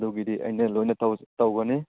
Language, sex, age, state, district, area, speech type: Manipuri, male, 30-45, Manipur, Churachandpur, rural, conversation